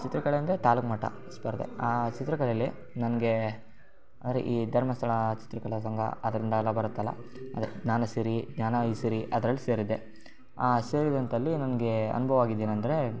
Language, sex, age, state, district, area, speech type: Kannada, male, 18-30, Karnataka, Shimoga, rural, spontaneous